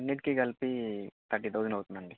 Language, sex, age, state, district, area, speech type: Telugu, male, 18-30, Andhra Pradesh, Annamaya, rural, conversation